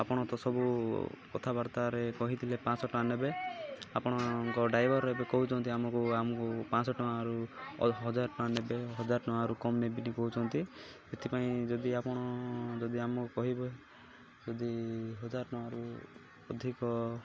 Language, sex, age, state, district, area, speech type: Odia, male, 18-30, Odisha, Malkangiri, urban, spontaneous